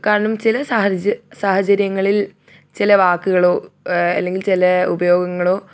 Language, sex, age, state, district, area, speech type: Malayalam, female, 18-30, Kerala, Thiruvananthapuram, urban, spontaneous